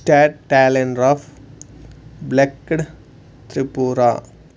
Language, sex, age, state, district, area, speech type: Telugu, male, 18-30, Andhra Pradesh, Sri Satya Sai, urban, spontaneous